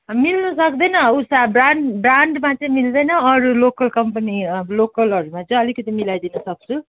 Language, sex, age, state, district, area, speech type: Nepali, female, 30-45, West Bengal, Kalimpong, rural, conversation